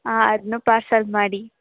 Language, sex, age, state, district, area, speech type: Kannada, female, 18-30, Karnataka, Mandya, rural, conversation